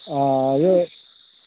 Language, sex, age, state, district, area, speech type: Nepali, male, 60+, West Bengal, Kalimpong, rural, conversation